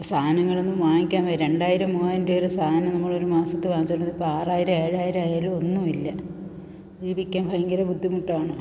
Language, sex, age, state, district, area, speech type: Malayalam, female, 45-60, Kerala, Thiruvananthapuram, urban, spontaneous